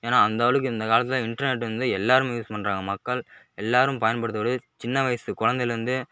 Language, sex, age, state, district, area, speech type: Tamil, male, 18-30, Tamil Nadu, Kallakurichi, urban, spontaneous